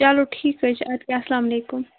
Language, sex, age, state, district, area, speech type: Kashmiri, female, 45-60, Jammu and Kashmir, Kupwara, urban, conversation